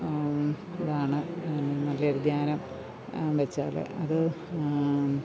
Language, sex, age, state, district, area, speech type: Malayalam, female, 60+, Kerala, Pathanamthitta, rural, spontaneous